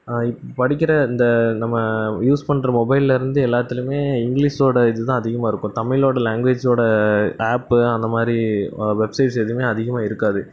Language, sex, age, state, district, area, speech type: Tamil, male, 18-30, Tamil Nadu, Thoothukudi, rural, spontaneous